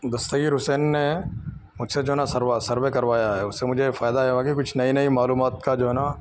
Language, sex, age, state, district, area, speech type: Urdu, male, 45-60, Telangana, Hyderabad, urban, spontaneous